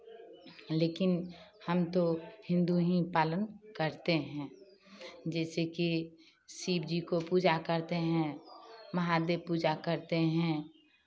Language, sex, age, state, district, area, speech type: Hindi, female, 45-60, Bihar, Begusarai, rural, spontaneous